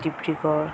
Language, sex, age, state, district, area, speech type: Bengali, female, 18-30, West Bengal, Alipurduar, rural, spontaneous